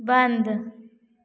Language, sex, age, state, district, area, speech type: Hindi, female, 18-30, Bihar, Begusarai, rural, read